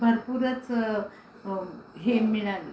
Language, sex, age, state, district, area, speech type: Marathi, female, 45-60, Maharashtra, Amravati, urban, spontaneous